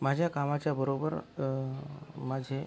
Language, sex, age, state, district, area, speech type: Marathi, male, 45-60, Maharashtra, Akola, rural, spontaneous